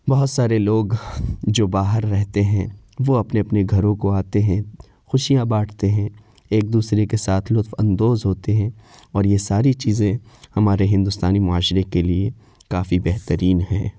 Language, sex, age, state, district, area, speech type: Urdu, male, 30-45, Uttar Pradesh, Lucknow, rural, spontaneous